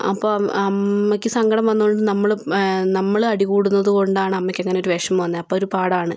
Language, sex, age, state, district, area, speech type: Malayalam, female, 18-30, Kerala, Wayanad, rural, spontaneous